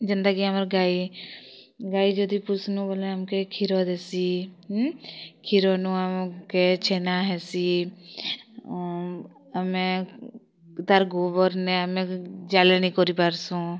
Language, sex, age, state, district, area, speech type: Odia, female, 30-45, Odisha, Kalahandi, rural, spontaneous